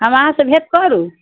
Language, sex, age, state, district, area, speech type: Maithili, female, 60+, Bihar, Muzaffarpur, urban, conversation